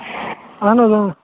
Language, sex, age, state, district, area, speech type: Kashmiri, male, 18-30, Jammu and Kashmir, Shopian, rural, conversation